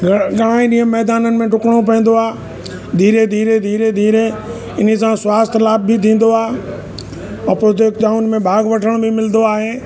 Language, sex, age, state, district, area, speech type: Sindhi, male, 60+, Uttar Pradesh, Lucknow, rural, spontaneous